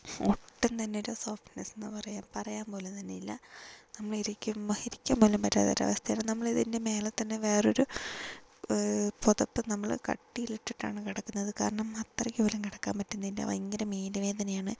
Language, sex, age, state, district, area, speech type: Malayalam, female, 30-45, Kerala, Wayanad, rural, spontaneous